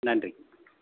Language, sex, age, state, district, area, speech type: Tamil, male, 45-60, Tamil Nadu, Erode, rural, conversation